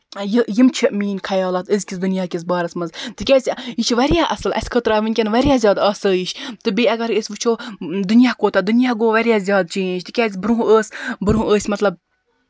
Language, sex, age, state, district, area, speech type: Kashmiri, female, 30-45, Jammu and Kashmir, Baramulla, rural, spontaneous